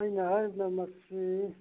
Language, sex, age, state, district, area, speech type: Manipuri, male, 60+, Manipur, Churachandpur, urban, conversation